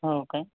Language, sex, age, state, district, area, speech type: Marathi, female, 30-45, Maharashtra, Nagpur, rural, conversation